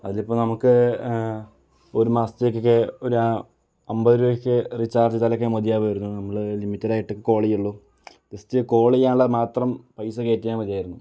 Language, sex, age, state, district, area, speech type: Malayalam, male, 30-45, Kerala, Palakkad, rural, spontaneous